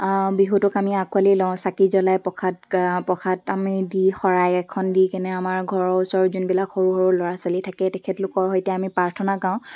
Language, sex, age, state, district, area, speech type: Assamese, female, 18-30, Assam, Dibrugarh, rural, spontaneous